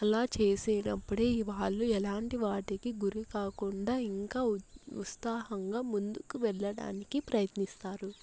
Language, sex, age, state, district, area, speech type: Telugu, female, 18-30, Andhra Pradesh, Chittoor, urban, spontaneous